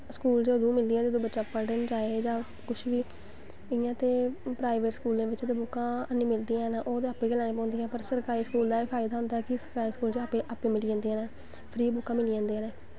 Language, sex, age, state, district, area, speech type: Dogri, female, 18-30, Jammu and Kashmir, Samba, rural, spontaneous